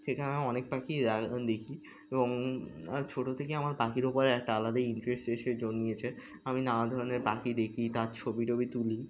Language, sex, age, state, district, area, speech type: Bengali, male, 18-30, West Bengal, Birbhum, urban, spontaneous